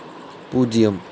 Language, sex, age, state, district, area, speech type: Tamil, male, 18-30, Tamil Nadu, Mayiladuthurai, urban, read